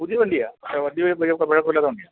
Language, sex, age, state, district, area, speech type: Malayalam, male, 45-60, Kerala, Kollam, rural, conversation